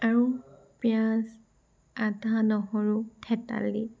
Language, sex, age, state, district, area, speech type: Assamese, female, 18-30, Assam, Tinsukia, rural, spontaneous